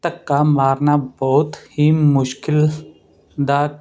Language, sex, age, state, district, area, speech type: Punjabi, male, 30-45, Punjab, Ludhiana, urban, spontaneous